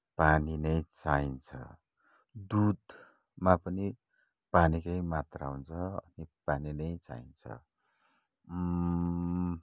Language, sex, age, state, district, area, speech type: Nepali, male, 45-60, West Bengal, Kalimpong, rural, spontaneous